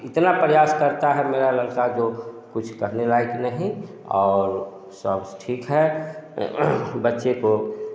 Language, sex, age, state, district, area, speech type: Hindi, male, 45-60, Bihar, Samastipur, urban, spontaneous